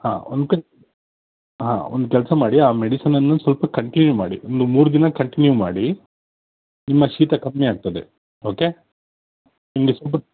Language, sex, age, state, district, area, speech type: Kannada, male, 30-45, Karnataka, Shimoga, rural, conversation